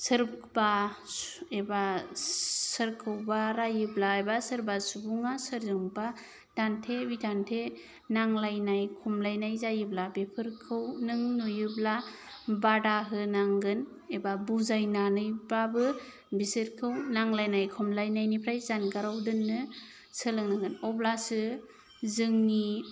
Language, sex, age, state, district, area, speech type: Bodo, female, 30-45, Assam, Kokrajhar, rural, spontaneous